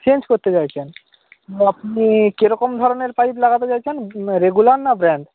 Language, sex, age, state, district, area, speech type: Bengali, male, 18-30, West Bengal, Purba Medinipur, rural, conversation